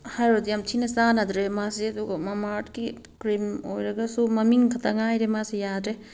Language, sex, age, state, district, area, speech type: Manipuri, female, 30-45, Manipur, Tengnoupal, rural, spontaneous